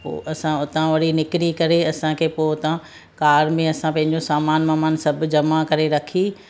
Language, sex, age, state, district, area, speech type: Sindhi, female, 45-60, Maharashtra, Thane, urban, spontaneous